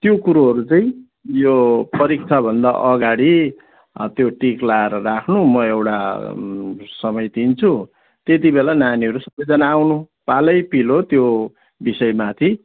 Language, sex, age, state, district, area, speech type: Nepali, male, 60+, West Bengal, Kalimpong, rural, conversation